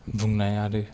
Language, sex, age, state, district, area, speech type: Bodo, male, 30-45, Assam, Kokrajhar, rural, spontaneous